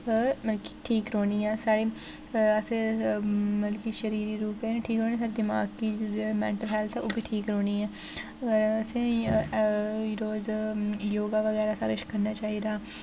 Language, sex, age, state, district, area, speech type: Dogri, female, 18-30, Jammu and Kashmir, Jammu, rural, spontaneous